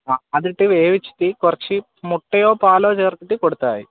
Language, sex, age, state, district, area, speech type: Malayalam, male, 18-30, Kerala, Wayanad, rural, conversation